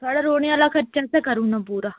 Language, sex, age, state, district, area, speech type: Dogri, female, 18-30, Jammu and Kashmir, Udhampur, rural, conversation